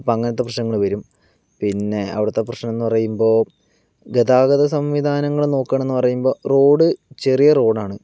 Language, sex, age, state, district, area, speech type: Malayalam, male, 18-30, Kerala, Palakkad, rural, spontaneous